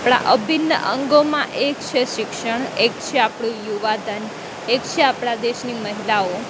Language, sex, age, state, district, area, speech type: Gujarati, female, 18-30, Gujarat, Junagadh, urban, spontaneous